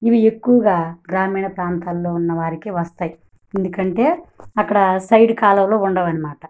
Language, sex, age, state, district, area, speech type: Telugu, female, 30-45, Andhra Pradesh, Kadapa, urban, spontaneous